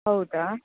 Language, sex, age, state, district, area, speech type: Kannada, female, 18-30, Karnataka, Shimoga, rural, conversation